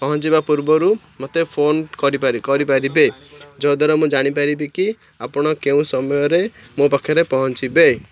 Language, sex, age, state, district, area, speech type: Odia, male, 30-45, Odisha, Ganjam, urban, spontaneous